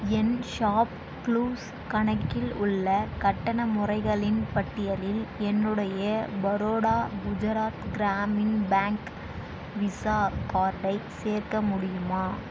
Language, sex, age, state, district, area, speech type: Tamil, female, 18-30, Tamil Nadu, Tiruvannamalai, urban, read